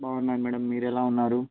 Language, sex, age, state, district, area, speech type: Telugu, male, 18-30, Telangana, Hyderabad, urban, conversation